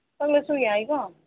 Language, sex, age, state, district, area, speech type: Manipuri, female, 45-60, Manipur, Ukhrul, rural, conversation